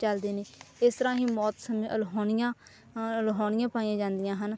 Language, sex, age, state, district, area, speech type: Punjabi, female, 18-30, Punjab, Bathinda, rural, spontaneous